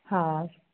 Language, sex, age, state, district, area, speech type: Sindhi, female, 30-45, Rajasthan, Ajmer, urban, conversation